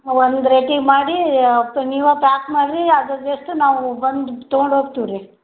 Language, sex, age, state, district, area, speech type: Kannada, female, 60+, Karnataka, Koppal, rural, conversation